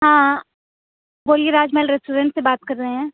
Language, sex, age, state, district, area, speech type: Urdu, female, 18-30, Uttar Pradesh, Mau, urban, conversation